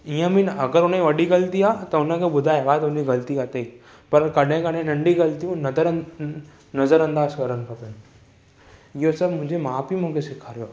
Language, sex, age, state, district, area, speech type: Sindhi, male, 18-30, Maharashtra, Thane, urban, spontaneous